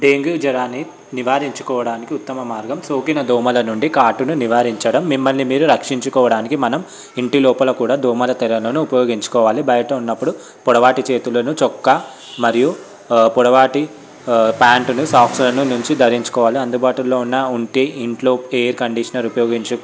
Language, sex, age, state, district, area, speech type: Telugu, male, 18-30, Telangana, Vikarabad, urban, spontaneous